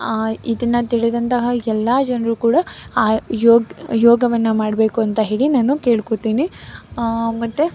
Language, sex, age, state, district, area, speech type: Kannada, female, 18-30, Karnataka, Mysore, rural, spontaneous